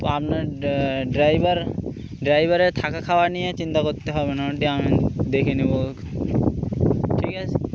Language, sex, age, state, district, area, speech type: Bengali, male, 18-30, West Bengal, Birbhum, urban, spontaneous